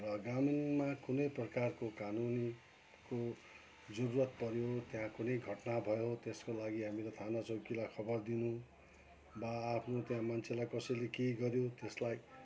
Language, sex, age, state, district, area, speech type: Nepali, male, 60+, West Bengal, Kalimpong, rural, spontaneous